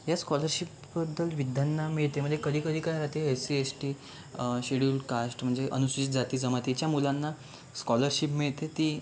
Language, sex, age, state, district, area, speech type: Marathi, male, 45-60, Maharashtra, Yavatmal, rural, spontaneous